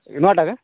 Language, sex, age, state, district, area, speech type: Odia, male, 18-30, Odisha, Kalahandi, rural, conversation